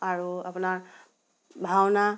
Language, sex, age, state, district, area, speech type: Assamese, female, 30-45, Assam, Biswanath, rural, spontaneous